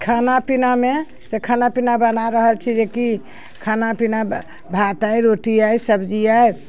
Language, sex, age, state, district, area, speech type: Maithili, female, 60+, Bihar, Muzaffarpur, urban, spontaneous